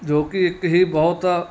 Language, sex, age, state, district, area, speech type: Punjabi, male, 30-45, Punjab, Mansa, urban, spontaneous